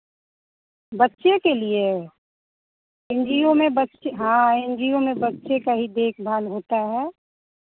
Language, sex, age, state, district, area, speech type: Hindi, female, 45-60, Bihar, Madhepura, rural, conversation